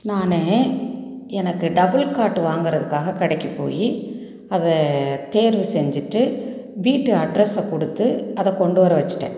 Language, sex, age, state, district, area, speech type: Tamil, female, 45-60, Tamil Nadu, Tiruppur, rural, spontaneous